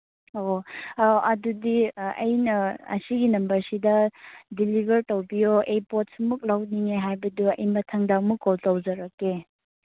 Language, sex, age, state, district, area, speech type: Manipuri, female, 18-30, Manipur, Churachandpur, rural, conversation